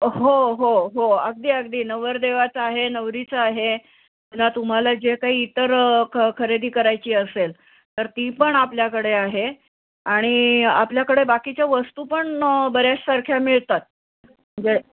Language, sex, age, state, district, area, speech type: Marathi, female, 45-60, Maharashtra, Nanded, rural, conversation